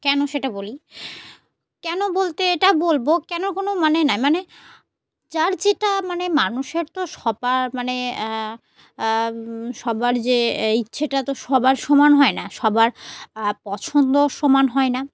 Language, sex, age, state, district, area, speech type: Bengali, female, 30-45, West Bengal, Murshidabad, urban, spontaneous